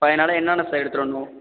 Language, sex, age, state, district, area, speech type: Tamil, male, 18-30, Tamil Nadu, Tiruvarur, rural, conversation